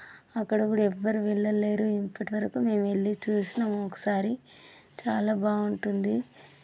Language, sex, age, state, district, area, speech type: Telugu, female, 30-45, Telangana, Vikarabad, urban, spontaneous